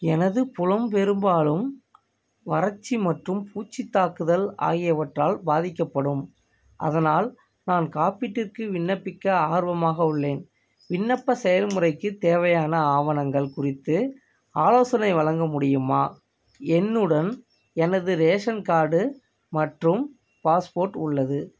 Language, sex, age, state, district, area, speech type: Tamil, male, 30-45, Tamil Nadu, Thanjavur, rural, read